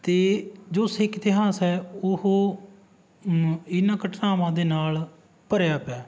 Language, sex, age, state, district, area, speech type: Punjabi, male, 30-45, Punjab, Barnala, rural, spontaneous